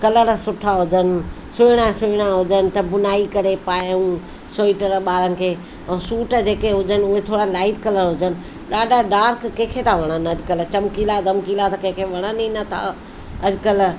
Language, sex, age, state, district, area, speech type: Sindhi, female, 45-60, Delhi, South Delhi, urban, spontaneous